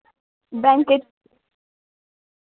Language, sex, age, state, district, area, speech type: Dogri, female, 18-30, Jammu and Kashmir, Udhampur, rural, conversation